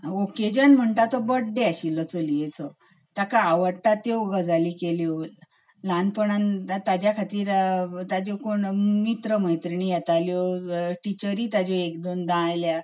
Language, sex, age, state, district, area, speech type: Goan Konkani, female, 45-60, Goa, Bardez, urban, spontaneous